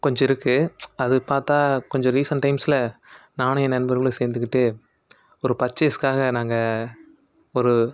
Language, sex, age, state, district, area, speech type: Tamil, male, 30-45, Tamil Nadu, Erode, rural, spontaneous